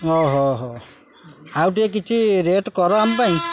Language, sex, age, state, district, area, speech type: Odia, male, 45-60, Odisha, Jagatsinghpur, urban, spontaneous